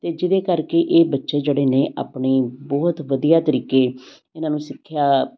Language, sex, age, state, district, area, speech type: Punjabi, female, 60+, Punjab, Amritsar, urban, spontaneous